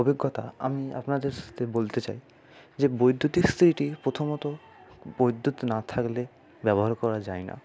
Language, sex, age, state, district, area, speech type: Bengali, male, 30-45, West Bengal, Purba Bardhaman, urban, spontaneous